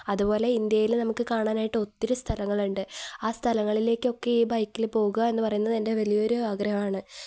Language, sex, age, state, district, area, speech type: Malayalam, female, 18-30, Kerala, Kozhikode, rural, spontaneous